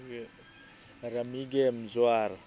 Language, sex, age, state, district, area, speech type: Manipuri, male, 45-60, Manipur, Thoubal, rural, spontaneous